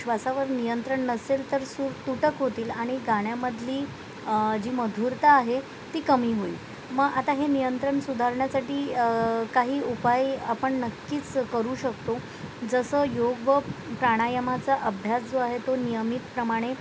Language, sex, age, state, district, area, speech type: Marathi, female, 45-60, Maharashtra, Thane, urban, spontaneous